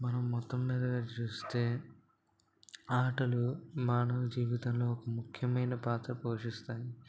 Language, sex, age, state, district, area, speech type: Telugu, male, 18-30, Andhra Pradesh, Eluru, urban, spontaneous